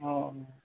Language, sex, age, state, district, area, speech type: Assamese, male, 18-30, Assam, Golaghat, urban, conversation